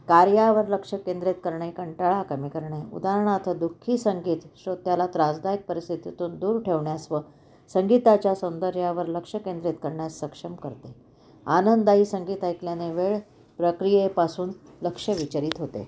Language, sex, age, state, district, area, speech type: Marathi, female, 60+, Maharashtra, Nashik, urban, spontaneous